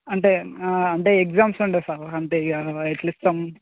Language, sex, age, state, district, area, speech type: Telugu, male, 18-30, Telangana, Ranga Reddy, rural, conversation